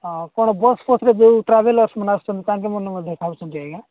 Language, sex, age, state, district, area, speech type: Odia, male, 45-60, Odisha, Nabarangpur, rural, conversation